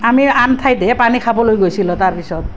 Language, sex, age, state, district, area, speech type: Assamese, female, 45-60, Assam, Nalbari, rural, spontaneous